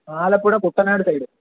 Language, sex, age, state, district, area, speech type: Malayalam, male, 18-30, Kerala, Kollam, rural, conversation